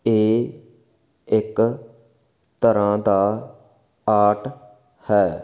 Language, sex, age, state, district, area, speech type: Punjabi, male, 18-30, Punjab, Faridkot, urban, spontaneous